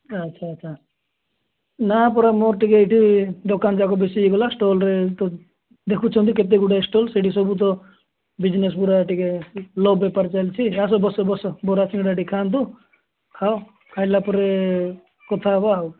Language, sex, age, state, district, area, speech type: Odia, male, 30-45, Odisha, Nabarangpur, urban, conversation